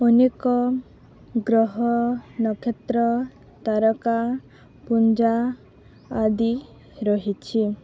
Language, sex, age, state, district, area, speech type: Odia, female, 18-30, Odisha, Balangir, urban, spontaneous